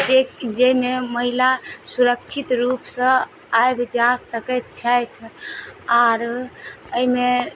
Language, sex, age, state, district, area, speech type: Maithili, female, 30-45, Bihar, Madhubani, rural, spontaneous